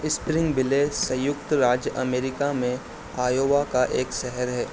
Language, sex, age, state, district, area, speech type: Hindi, male, 30-45, Madhya Pradesh, Harda, urban, read